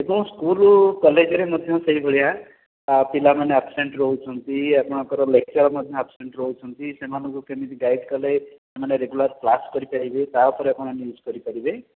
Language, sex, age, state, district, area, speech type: Odia, male, 60+, Odisha, Khordha, rural, conversation